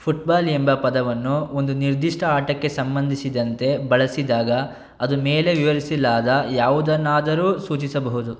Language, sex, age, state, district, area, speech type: Kannada, male, 18-30, Karnataka, Mysore, rural, read